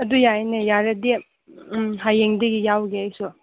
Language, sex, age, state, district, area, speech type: Manipuri, female, 18-30, Manipur, Kangpokpi, urban, conversation